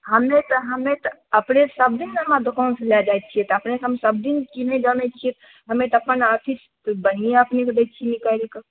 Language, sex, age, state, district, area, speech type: Maithili, female, 18-30, Bihar, Begusarai, urban, conversation